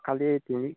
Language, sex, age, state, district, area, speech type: Assamese, male, 18-30, Assam, Sivasagar, rural, conversation